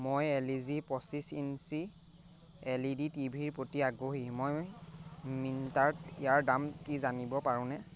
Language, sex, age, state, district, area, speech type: Assamese, male, 18-30, Assam, Golaghat, urban, read